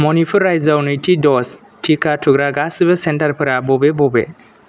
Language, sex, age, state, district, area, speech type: Bodo, male, 18-30, Assam, Kokrajhar, rural, read